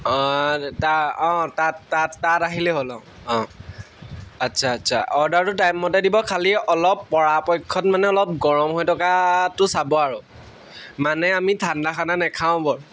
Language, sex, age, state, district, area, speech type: Assamese, male, 18-30, Assam, Jorhat, urban, spontaneous